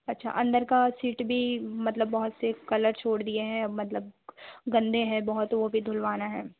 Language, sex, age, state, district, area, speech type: Hindi, female, 18-30, Uttar Pradesh, Jaunpur, urban, conversation